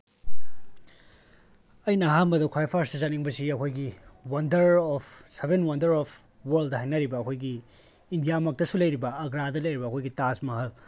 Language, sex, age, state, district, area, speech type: Manipuri, male, 18-30, Manipur, Tengnoupal, rural, spontaneous